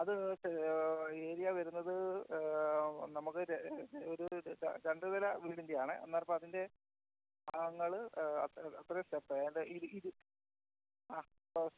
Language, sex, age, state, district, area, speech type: Malayalam, male, 45-60, Kerala, Kottayam, rural, conversation